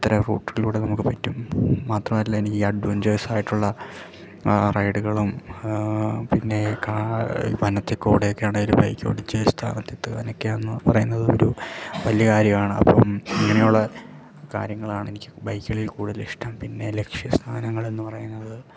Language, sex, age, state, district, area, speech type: Malayalam, male, 18-30, Kerala, Idukki, rural, spontaneous